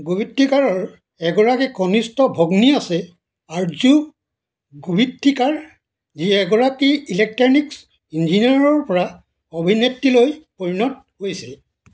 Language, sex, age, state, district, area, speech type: Assamese, male, 60+, Assam, Dibrugarh, rural, read